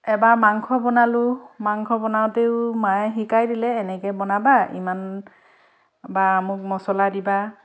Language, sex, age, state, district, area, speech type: Assamese, female, 30-45, Assam, Dhemaji, urban, spontaneous